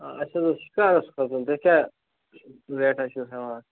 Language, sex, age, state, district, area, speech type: Kashmiri, male, 18-30, Jammu and Kashmir, Budgam, rural, conversation